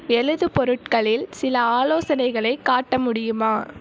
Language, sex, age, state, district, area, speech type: Tamil, female, 30-45, Tamil Nadu, Ariyalur, rural, read